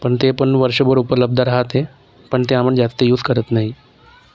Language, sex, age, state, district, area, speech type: Marathi, male, 30-45, Maharashtra, Nagpur, rural, spontaneous